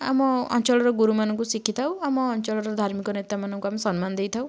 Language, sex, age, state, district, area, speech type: Odia, female, 18-30, Odisha, Kendujhar, urban, spontaneous